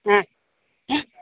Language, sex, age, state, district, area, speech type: Malayalam, female, 60+, Kerala, Pathanamthitta, rural, conversation